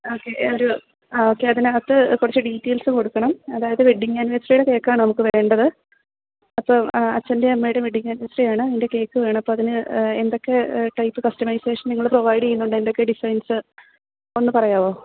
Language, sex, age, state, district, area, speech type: Malayalam, female, 30-45, Kerala, Idukki, rural, conversation